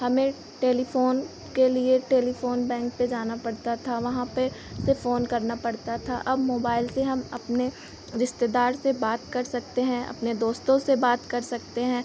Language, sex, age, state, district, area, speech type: Hindi, female, 18-30, Uttar Pradesh, Pratapgarh, rural, spontaneous